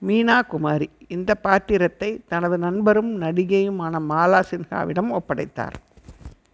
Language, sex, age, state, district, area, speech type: Tamil, female, 60+, Tamil Nadu, Erode, rural, read